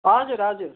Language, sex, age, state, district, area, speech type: Nepali, female, 45-60, West Bengal, Kalimpong, rural, conversation